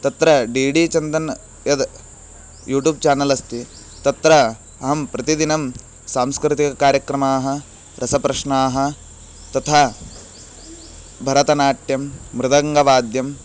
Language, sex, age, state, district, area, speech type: Sanskrit, male, 18-30, Karnataka, Bagalkot, rural, spontaneous